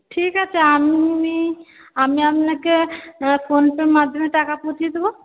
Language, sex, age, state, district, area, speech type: Bengali, female, 30-45, West Bengal, Purba Bardhaman, urban, conversation